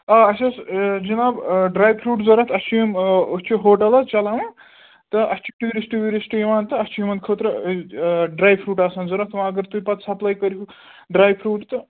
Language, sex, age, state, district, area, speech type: Kashmiri, male, 18-30, Jammu and Kashmir, Ganderbal, rural, conversation